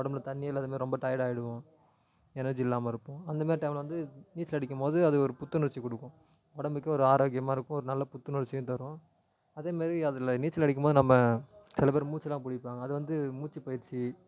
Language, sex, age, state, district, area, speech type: Tamil, male, 18-30, Tamil Nadu, Tiruvannamalai, urban, spontaneous